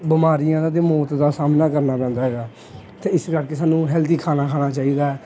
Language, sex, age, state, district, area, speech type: Punjabi, male, 18-30, Punjab, Pathankot, rural, spontaneous